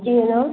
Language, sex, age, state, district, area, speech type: Hindi, female, 30-45, Madhya Pradesh, Gwalior, rural, conversation